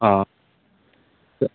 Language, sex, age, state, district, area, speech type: Kannada, male, 18-30, Karnataka, Davanagere, rural, conversation